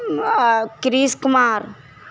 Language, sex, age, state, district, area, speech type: Maithili, female, 45-60, Bihar, Sitamarhi, urban, spontaneous